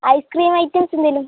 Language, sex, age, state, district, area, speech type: Malayalam, female, 18-30, Kerala, Wayanad, rural, conversation